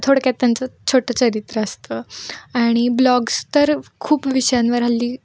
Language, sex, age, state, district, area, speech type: Marathi, female, 18-30, Maharashtra, Kolhapur, urban, spontaneous